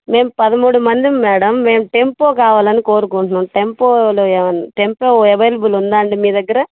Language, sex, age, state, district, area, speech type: Telugu, female, 30-45, Andhra Pradesh, Bapatla, urban, conversation